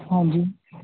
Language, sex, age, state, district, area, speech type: Punjabi, male, 18-30, Punjab, Fatehgarh Sahib, rural, conversation